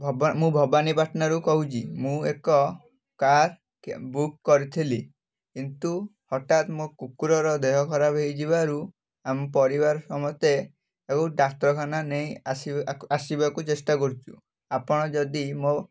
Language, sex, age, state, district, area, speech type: Odia, male, 18-30, Odisha, Kalahandi, rural, spontaneous